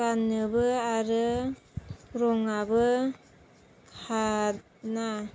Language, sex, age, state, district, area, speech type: Bodo, female, 18-30, Assam, Chirang, rural, spontaneous